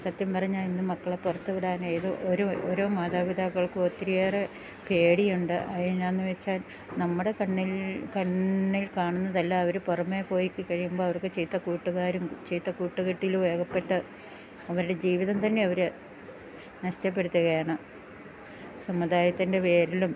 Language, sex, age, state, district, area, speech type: Malayalam, female, 60+, Kerala, Idukki, rural, spontaneous